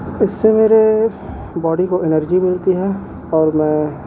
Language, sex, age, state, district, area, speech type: Urdu, male, 18-30, Bihar, Gaya, urban, spontaneous